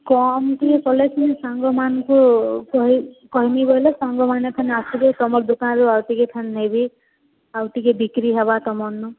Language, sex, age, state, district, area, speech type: Odia, female, 45-60, Odisha, Boudh, rural, conversation